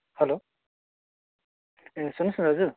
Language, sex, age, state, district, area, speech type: Nepali, male, 18-30, West Bengal, Darjeeling, rural, conversation